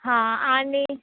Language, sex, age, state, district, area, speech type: Marathi, female, 18-30, Maharashtra, Nashik, urban, conversation